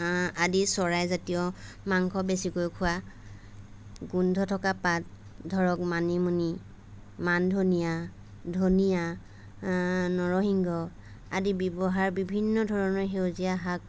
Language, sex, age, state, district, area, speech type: Assamese, female, 30-45, Assam, Lakhimpur, rural, spontaneous